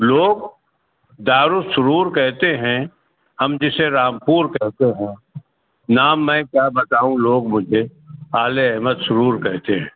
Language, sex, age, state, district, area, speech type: Urdu, male, 60+, Uttar Pradesh, Rampur, urban, conversation